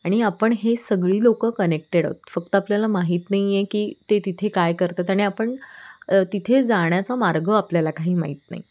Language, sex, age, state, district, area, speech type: Marathi, female, 18-30, Maharashtra, Sindhudurg, rural, spontaneous